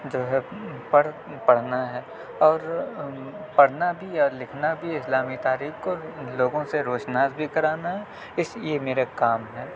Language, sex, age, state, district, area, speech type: Urdu, male, 18-30, Delhi, South Delhi, urban, spontaneous